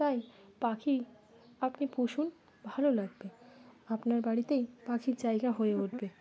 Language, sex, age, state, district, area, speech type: Bengali, female, 18-30, West Bengal, Birbhum, urban, spontaneous